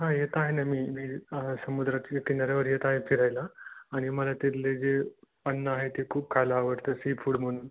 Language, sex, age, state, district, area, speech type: Marathi, male, 18-30, Maharashtra, Jalna, urban, conversation